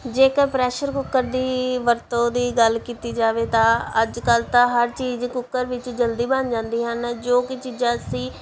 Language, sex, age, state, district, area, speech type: Punjabi, female, 18-30, Punjab, Pathankot, urban, spontaneous